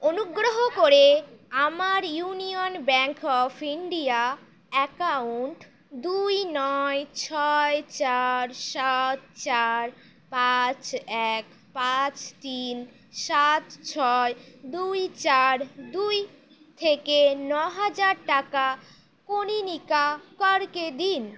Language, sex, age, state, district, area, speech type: Bengali, female, 18-30, West Bengal, Howrah, urban, read